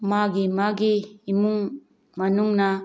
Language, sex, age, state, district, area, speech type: Manipuri, female, 45-60, Manipur, Tengnoupal, urban, spontaneous